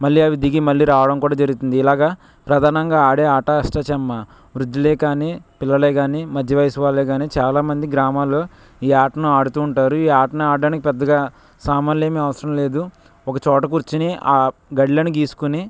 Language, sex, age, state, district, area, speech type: Telugu, male, 18-30, Andhra Pradesh, West Godavari, rural, spontaneous